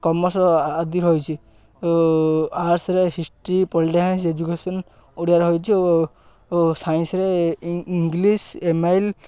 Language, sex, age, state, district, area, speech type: Odia, male, 18-30, Odisha, Ganjam, rural, spontaneous